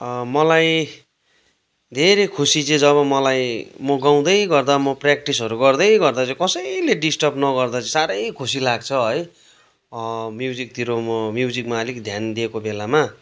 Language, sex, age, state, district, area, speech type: Nepali, male, 30-45, West Bengal, Kalimpong, rural, spontaneous